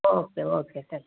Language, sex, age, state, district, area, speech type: Kannada, female, 45-60, Karnataka, Chitradurga, rural, conversation